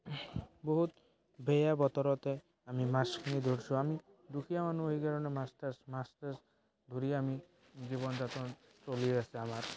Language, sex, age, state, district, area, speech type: Assamese, male, 18-30, Assam, Barpeta, rural, spontaneous